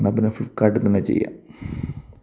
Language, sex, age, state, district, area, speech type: Malayalam, male, 30-45, Kerala, Kottayam, rural, spontaneous